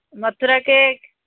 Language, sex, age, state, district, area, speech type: Odia, female, 60+, Odisha, Gajapati, rural, conversation